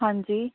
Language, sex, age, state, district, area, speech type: Punjabi, female, 30-45, Punjab, Kapurthala, urban, conversation